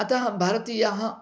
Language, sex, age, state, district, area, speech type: Sanskrit, male, 45-60, Karnataka, Dharwad, urban, spontaneous